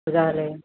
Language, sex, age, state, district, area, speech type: Sanskrit, female, 60+, Karnataka, Mysore, urban, conversation